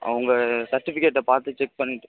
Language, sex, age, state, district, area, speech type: Tamil, male, 18-30, Tamil Nadu, Virudhunagar, urban, conversation